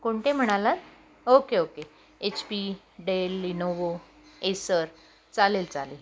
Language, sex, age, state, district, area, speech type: Marathi, female, 60+, Maharashtra, Nashik, urban, spontaneous